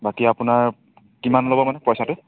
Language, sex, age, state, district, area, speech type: Assamese, male, 30-45, Assam, Biswanath, rural, conversation